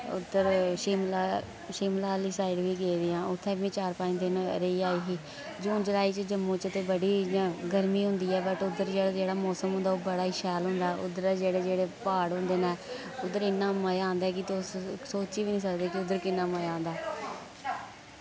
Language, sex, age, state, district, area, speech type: Dogri, female, 18-30, Jammu and Kashmir, Kathua, rural, spontaneous